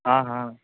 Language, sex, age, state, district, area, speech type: Marathi, male, 18-30, Maharashtra, Ratnagiri, rural, conversation